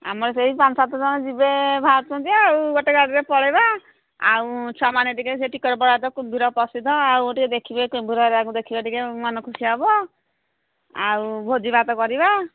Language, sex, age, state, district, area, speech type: Odia, female, 45-60, Odisha, Angul, rural, conversation